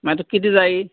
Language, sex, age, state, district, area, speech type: Goan Konkani, male, 45-60, Goa, Canacona, rural, conversation